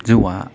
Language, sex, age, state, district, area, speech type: Bodo, male, 18-30, Assam, Baksa, rural, spontaneous